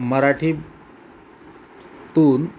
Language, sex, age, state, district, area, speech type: Marathi, male, 45-60, Maharashtra, Osmanabad, rural, spontaneous